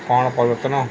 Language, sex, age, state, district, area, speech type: Odia, male, 60+, Odisha, Sundergarh, urban, spontaneous